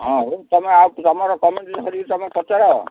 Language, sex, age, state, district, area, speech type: Odia, male, 60+, Odisha, Gajapati, rural, conversation